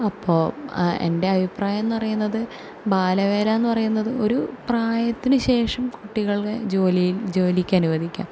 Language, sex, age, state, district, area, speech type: Malayalam, female, 18-30, Kerala, Thrissur, urban, spontaneous